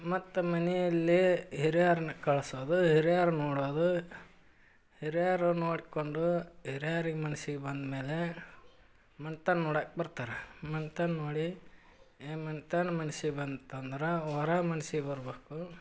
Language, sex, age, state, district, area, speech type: Kannada, male, 45-60, Karnataka, Gadag, rural, spontaneous